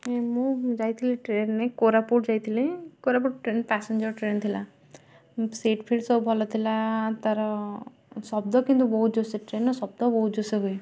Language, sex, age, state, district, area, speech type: Odia, female, 18-30, Odisha, Kendujhar, urban, spontaneous